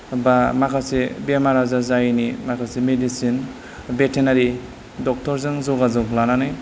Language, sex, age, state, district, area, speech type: Bodo, male, 45-60, Assam, Kokrajhar, rural, spontaneous